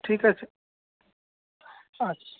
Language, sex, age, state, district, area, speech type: Bengali, male, 30-45, West Bengal, Paschim Medinipur, rural, conversation